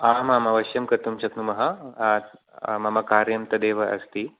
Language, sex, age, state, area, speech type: Sanskrit, male, 30-45, Uttar Pradesh, urban, conversation